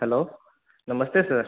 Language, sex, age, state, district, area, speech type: Hindi, male, 18-30, Bihar, Samastipur, urban, conversation